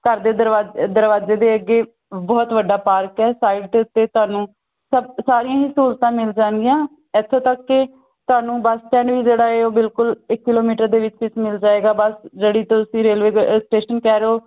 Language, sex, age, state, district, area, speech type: Punjabi, female, 30-45, Punjab, Fatehgarh Sahib, rural, conversation